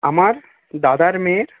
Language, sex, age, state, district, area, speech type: Bengali, male, 30-45, West Bengal, Paschim Bardhaman, urban, conversation